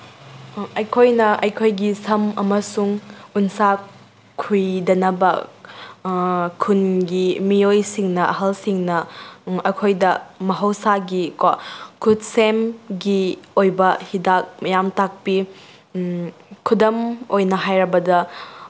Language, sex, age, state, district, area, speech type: Manipuri, female, 30-45, Manipur, Tengnoupal, rural, spontaneous